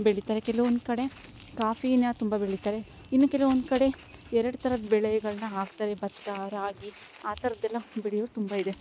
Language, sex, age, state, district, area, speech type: Kannada, female, 18-30, Karnataka, Chikkamagaluru, rural, spontaneous